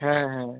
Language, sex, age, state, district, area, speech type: Bengali, male, 18-30, West Bengal, North 24 Parganas, urban, conversation